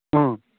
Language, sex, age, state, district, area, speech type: Nepali, male, 18-30, West Bengal, Darjeeling, urban, conversation